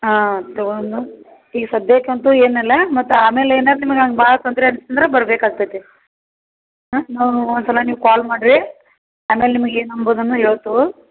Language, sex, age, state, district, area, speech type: Kannada, female, 60+, Karnataka, Belgaum, urban, conversation